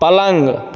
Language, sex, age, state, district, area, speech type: Hindi, male, 30-45, Bihar, Begusarai, rural, read